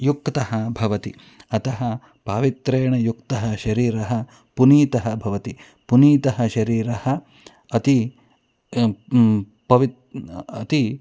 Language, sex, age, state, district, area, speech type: Sanskrit, male, 45-60, Karnataka, Shimoga, rural, spontaneous